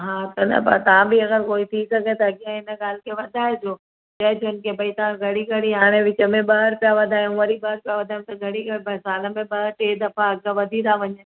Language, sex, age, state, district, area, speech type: Sindhi, female, 45-60, Gujarat, Surat, urban, conversation